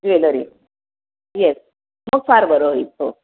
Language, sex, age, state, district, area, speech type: Marathi, female, 60+, Maharashtra, Nashik, urban, conversation